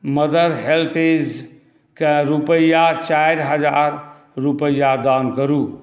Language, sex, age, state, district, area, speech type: Maithili, male, 60+, Bihar, Saharsa, urban, read